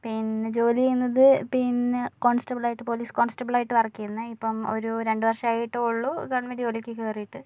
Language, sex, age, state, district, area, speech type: Malayalam, female, 30-45, Kerala, Kozhikode, urban, spontaneous